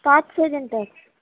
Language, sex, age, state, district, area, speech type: Urdu, female, 18-30, Uttar Pradesh, Gautam Buddha Nagar, rural, conversation